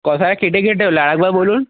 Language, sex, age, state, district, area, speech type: Bengali, male, 30-45, West Bengal, Paschim Bardhaman, urban, conversation